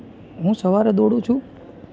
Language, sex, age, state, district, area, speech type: Gujarati, male, 18-30, Gujarat, Junagadh, urban, spontaneous